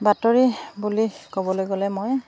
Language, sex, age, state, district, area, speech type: Assamese, female, 45-60, Assam, Jorhat, urban, spontaneous